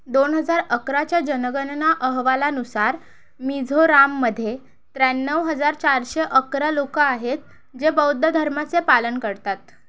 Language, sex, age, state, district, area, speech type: Marathi, female, 30-45, Maharashtra, Thane, urban, read